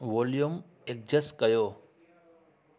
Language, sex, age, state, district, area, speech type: Sindhi, male, 30-45, Gujarat, Junagadh, urban, read